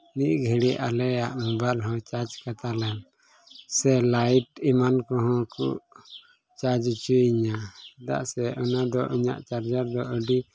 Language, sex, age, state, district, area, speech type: Santali, male, 18-30, Jharkhand, Pakur, rural, spontaneous